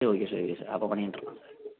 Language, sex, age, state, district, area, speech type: Tamil, male, 18-30, Tamil Nadu, Perambalur, rural, conversation